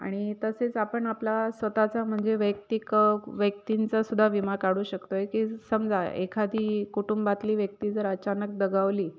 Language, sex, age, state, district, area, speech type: Marathi, female, 30-45, Maharashtra, Nashik, urban, spontaneous